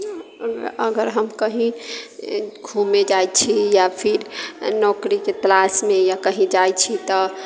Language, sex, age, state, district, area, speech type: Maithili, female, 45-60, Bihar, Sitamarhi, rural, spontaneous